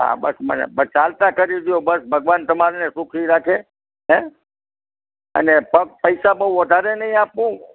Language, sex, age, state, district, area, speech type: Gujarati, male, 60+, Gujarat, Rajkot, urban, conversation